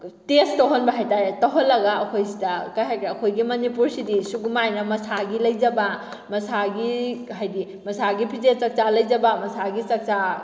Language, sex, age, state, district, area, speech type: Manipuri, female, 18-30, Manipur, Kakching, rural, spontaneous